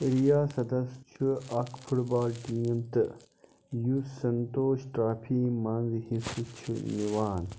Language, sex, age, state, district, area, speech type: Kashmiri, male, 60+, Jammu and Kashmir, Budgam, rural, read